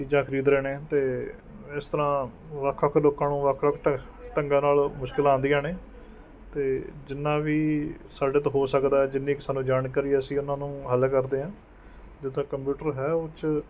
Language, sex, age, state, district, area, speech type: Punjabi, male, 30-45, Punjab, Mohali, urban, spontaneous